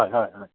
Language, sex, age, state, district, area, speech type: Assamese, male, 45-60, Assam, Kamrup Metropolitan, urban, conversation